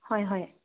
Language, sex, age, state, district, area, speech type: Assamese, female, 30-45, Assam, Majuli, urban, conversation